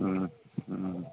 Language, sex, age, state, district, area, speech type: Bengali, male, 45-60, West Bengal, Alipurduar, rural, conversation